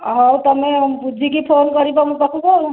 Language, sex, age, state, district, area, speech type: Odia, female, 30-45, Odisha, Khordha, rural, conversation